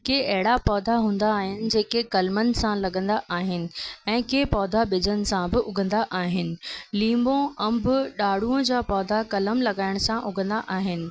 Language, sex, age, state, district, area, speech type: Sindhi, female, 30-45, Rajasthan, Ajmer, urban, spontaneous